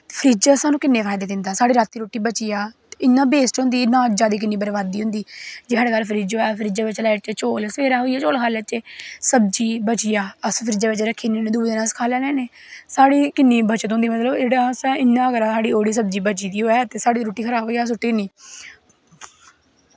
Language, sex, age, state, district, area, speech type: Dogri, female, 18-30, Jammu and Kashmir, Kathua, rural, spontaneous